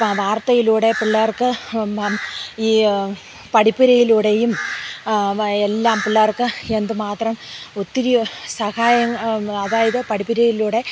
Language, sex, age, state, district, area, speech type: Malayalam, female, 45-60, Kerala, Thiruvananthapuram, urban, spontaneous